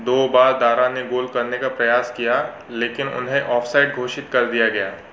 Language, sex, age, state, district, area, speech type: Hindi, male, 18-30, Madhya Pradesh, Bhopal, urban, read